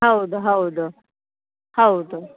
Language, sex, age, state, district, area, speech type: Kannada, female, 30-45, Karnataka, Dakshina Kannada, urban, conversation